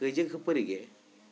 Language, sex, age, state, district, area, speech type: Santali, male, 30-45, West Bengal, Bankura, rural, spontaneous